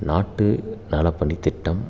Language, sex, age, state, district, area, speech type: Tamil, male, 30-45, Tamil Nadu, Salem, rural, spontaneous